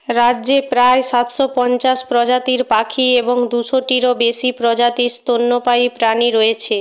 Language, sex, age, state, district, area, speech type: Bengali, female, 18-30, West Bengal, Purba Medinipur, rural, read